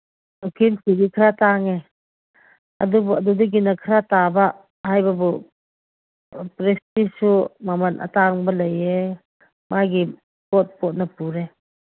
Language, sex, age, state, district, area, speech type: Manipuri, female, 45-60, Manipur, Ukhrul, rural, conversation